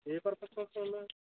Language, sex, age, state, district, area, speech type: Telugu, male, 30-45, Andhra Pradesh, Alluri Sitarama Raju, rural, conversation